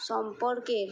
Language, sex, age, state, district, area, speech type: Bengali, female, 30-45, West Bengal, Murshidabad, rural, spontaneous